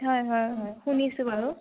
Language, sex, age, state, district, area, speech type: Assamese, female, 18-30, Assam, Majuli, urban, conversation